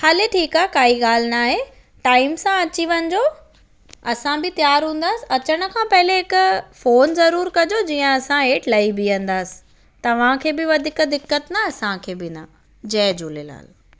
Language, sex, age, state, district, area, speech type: Sindhi, female, 18-30, Maharashtra, Thane, urban, spontaneous